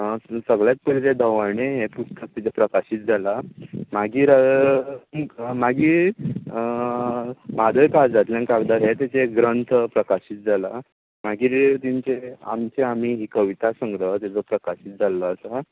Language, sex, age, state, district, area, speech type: Goan Konkani, male, 45-60, Goa, Tiswadi, rural, conversation